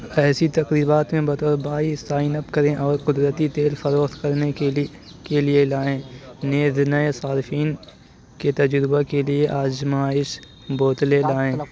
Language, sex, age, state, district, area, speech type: Urdu, male, 45-60, Uttar Pradesh, Aligarh, rural, read